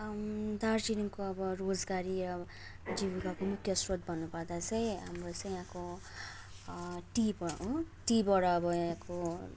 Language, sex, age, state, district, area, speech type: Nepali, female, 18-30, West Bengal, Darjeeling, rural, spontaneous